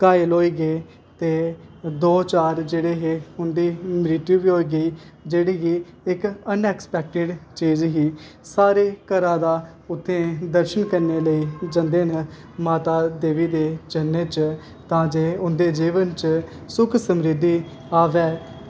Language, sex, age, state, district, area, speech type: Dogri, male, 18-30, Jammu and Kashmir, Kathua, rural, spontaneous